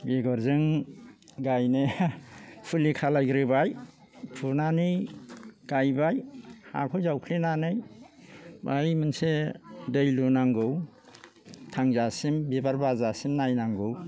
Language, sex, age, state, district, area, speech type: Bodo, male, 60+, Assam, Chirang, rural, spontaneous